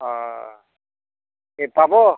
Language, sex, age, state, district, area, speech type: Assamese, male, 60+, Assam, Dhemaji, rural, conversation